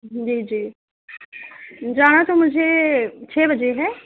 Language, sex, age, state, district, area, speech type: Urdu, female, 18-30, Uttar Pradesh, Balrampur, rural, conversation